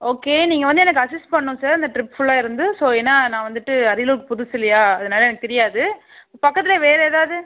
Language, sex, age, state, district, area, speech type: Tamil, female, 18-30, Tamil Nadu, Ariyalur, rural, conversation